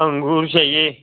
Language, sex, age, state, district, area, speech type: Hindi, male, 45-60, Uttar Pradesh, Ghazipur, rural, conversation